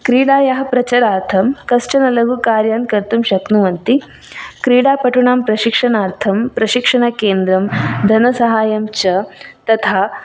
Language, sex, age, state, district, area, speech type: Sanskrit, female, 18-30, Karnataka, Udupi, urban, spontaneous